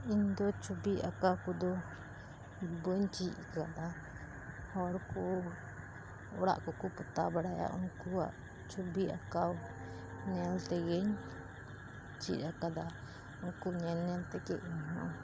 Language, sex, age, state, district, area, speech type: Santali, female, 30-45, West Bengal, Uttar Dinajpur, rural, spontaneous